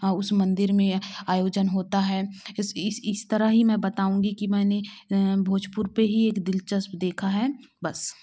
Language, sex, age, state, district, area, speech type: Hindi, female, 30-45, Madhya Pradesh, Bhopal, urban, spontaneous